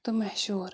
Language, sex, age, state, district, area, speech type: Kashmiri, female, 30-45, Jammu and Kashmir, Pulwama, rural, spontaneous